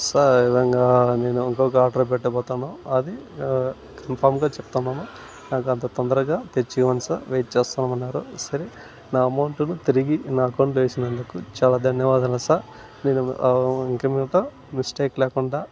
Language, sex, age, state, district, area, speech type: Telugu, male, 30-45, Andhra Pradesh, Sri Balaji, urban, spontaneous